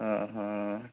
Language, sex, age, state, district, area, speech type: Assamese, male, 30-45, Assam, Sonitpur, rural, conversation